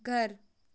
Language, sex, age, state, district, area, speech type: Hindi, female, 18-30, Madhya Pradesh, Hoshangabad, urban, read